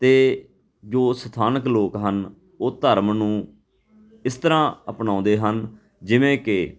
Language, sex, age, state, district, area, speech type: Punjabi, male, 45-60, Punjab, Fatehgarh Sahib, urban, spontaneous